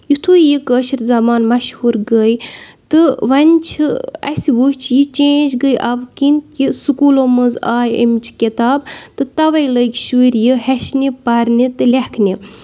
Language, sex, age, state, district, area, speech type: Kashmiri, female, 30-45, Jammu and Kashmir, Bandipora, rural, spontaneous